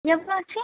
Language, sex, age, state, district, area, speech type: Tamil, female, 18-30, Tamil Nadu, Kallakurichi, rural, conversation